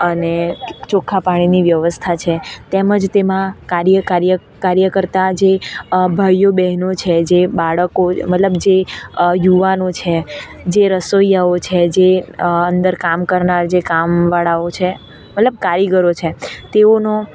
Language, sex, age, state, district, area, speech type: Gujarati, female, 18-30, Gujarat, Narmada, urban, spontaneous